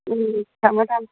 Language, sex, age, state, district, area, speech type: Manipuri, female, 60+, Manipur, Tengnoupal, rural, conversation